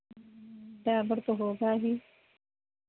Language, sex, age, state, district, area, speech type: Hindi, female, 60+, Uttar Pradesh, Sitapur, rural, conversation